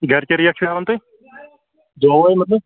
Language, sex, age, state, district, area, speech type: Kashmiri, male, 30-45, Jammu and Kashmir, Kulgam, rural, conversation